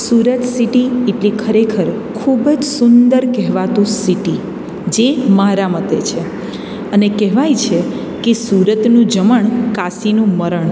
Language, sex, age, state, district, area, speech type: Gujarati, female, 30-45, Gujarat, Surat, urban, spontaneous